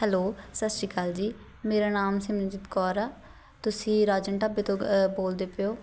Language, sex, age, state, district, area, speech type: Punjabi, female, 18-30, Punjab, Shaheed Bhagat Singh Nagar, urban, spontaneous